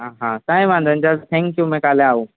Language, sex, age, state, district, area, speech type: Gujarati, male, 18-30, Gujarat, Valsad, rural, conversation